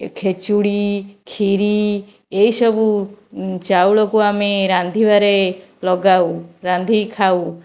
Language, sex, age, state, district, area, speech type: Odia, female, 45-60, Odisha, Jajpur, rural, spontaneous